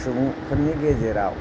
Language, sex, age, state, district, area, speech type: Bodo, male, 45-60, Assam, Kokrajhar, rural, spontaneous